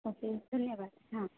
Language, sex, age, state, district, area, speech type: Marathi, female, 18-30, Maharashtra, Ratnagiri, rural, conversation